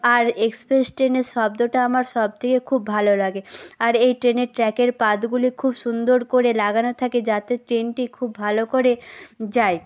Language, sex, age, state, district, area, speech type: Bengali, female, 18-30, West Bengal, Nadia, rural, spontaneous